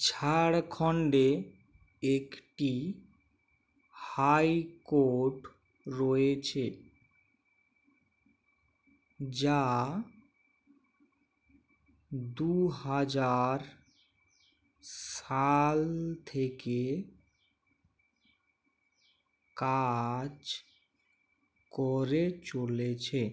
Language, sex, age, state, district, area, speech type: Bengali, male, 18-30, West Bengal, Uttar Dinajpur, rural, read